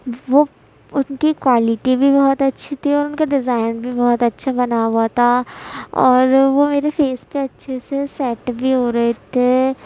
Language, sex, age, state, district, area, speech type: Urdu, female, 18-30, Uttar Pradesh, Gautam Buddha Nagar, rural, spontaneous